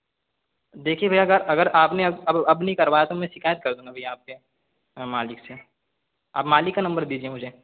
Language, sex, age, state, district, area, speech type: Hindi, male, 18-30, Madhya Pradesh, Balaghat, rural, conversation